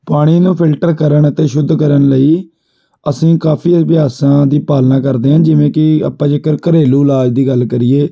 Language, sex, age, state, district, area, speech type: Punjabi, male, 18-30, Punjab, Amritsar, urban, spontaneous